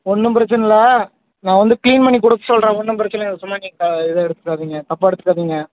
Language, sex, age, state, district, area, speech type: Tamil, male, 18-30, Tamil Nadu, Dharmapuri, rural, conversation